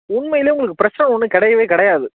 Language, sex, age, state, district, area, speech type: Tamil, male, 18-30, Tamil Nadu, Nagapattinam, rural, conversation